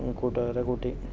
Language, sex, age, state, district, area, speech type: Malayalam, male, 45-60, Kerala, Kasaragod, rural, spontaneous